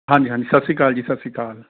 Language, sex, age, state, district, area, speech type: Punjabi, male, 30-45, Punjab, Rupnagar, rural, conversation